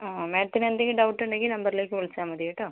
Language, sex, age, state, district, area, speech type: Malayalam, female, 30-45, Kerala, Kozhikode, urban, conversation